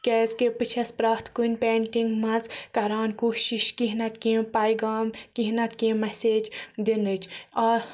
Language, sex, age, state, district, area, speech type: Kashmiri, female, 18-30, Jammu and Kashmir, Baramulla, rural, spontaneous